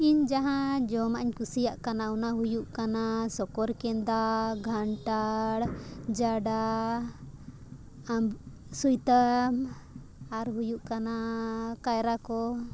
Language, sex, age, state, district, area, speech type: Santali, female, 18-30, Jharkhand, Bokaro, rural, spontaneous